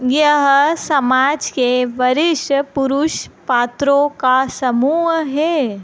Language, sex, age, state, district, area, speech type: Hindi, female, 45-60, Madhya Pradesh, Harda, urban, read